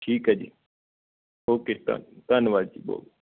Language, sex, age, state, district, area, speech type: Punjabi, male, 30-45, Punjab, Patiala, urban, conversation